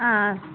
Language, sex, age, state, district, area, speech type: Malayalam, female, 18-30, Kerala, Malappuram, rural, conversation